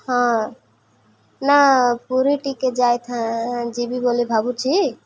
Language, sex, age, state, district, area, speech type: Odia, female, 18-30, Odisha, Malkangiri, urban, spontaneous